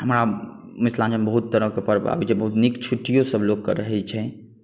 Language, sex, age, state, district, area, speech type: Maithili, male, 18-30, Bihar, Saharsa, rural, spontaneous